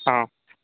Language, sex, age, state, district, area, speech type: Odia, male, 18-30, Odisha, Nuapada, rural, conversation